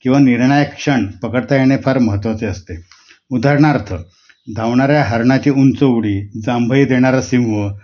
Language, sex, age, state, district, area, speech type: Marathi, male, 60+, Maharashtra, Nashik, urban, spontaneous